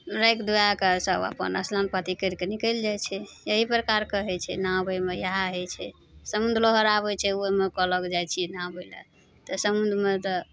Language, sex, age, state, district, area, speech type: Maithili, female, 45-60, Bihar, Araria, rural, spontaneous